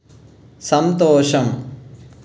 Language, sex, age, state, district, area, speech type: Telugu, male, 18-30, Andhra Pradesh, Guntur, urban, read